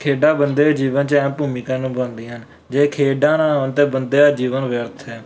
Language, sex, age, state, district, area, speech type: Punjabi, male, 18-30, Punjab, Kapurthala, urban, spontaneous